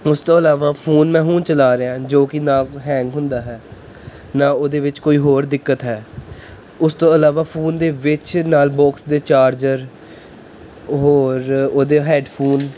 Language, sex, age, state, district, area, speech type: Punjabi, male, 18-30, Punjab, Pathankot, urban, spontaneous